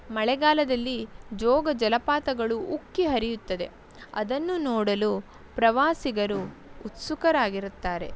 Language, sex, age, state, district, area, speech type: Kannada, female, 18-30, Karnataka, Tumkur, rural, spontaneous